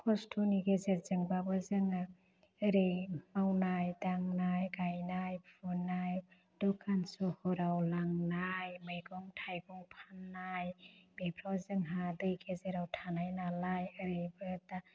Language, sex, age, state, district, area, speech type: Bodo, female, 45-60, Assam, Chirang, rural, spontaneous